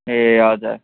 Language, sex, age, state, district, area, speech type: Nepali, male, 45-60, West Bengal, Darjeeling, rural, conversation